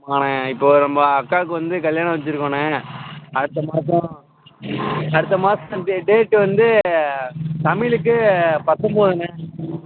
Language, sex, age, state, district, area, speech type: Tamil, male, 18-30, Tamil Nadu, Perambalur, urban, conversation